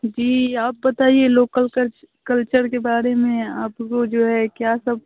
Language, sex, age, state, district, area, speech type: Hindi, female, 18-30, Bihar, Muzaffarpur, rural, conversation